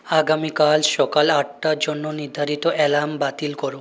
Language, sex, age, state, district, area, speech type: Bengali, male, 30-45, West Bengal, Purulia, urban, read